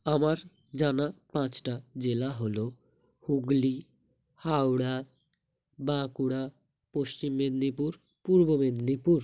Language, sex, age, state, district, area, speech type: Bengali, male, 18-30, West Bengal, Hooghly, urban, spontaneous